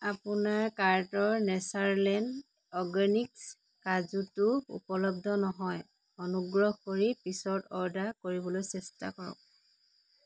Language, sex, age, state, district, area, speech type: Assamese, female, 30-45, Assam, Lakhimpur, rural, read